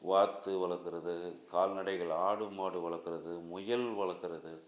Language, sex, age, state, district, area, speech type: Tamil, male, 45-60, Tamil Nadu, Salem, urban, spontaneous